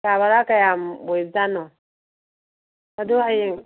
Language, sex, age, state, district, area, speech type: Manipuri, female, 45-60, Manipur, Kangpokpi, urban, conversation